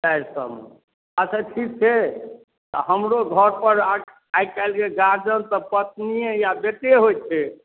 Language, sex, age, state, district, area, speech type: Maithili, male, 45-60, Bihar, Darbhanga, rural, conversation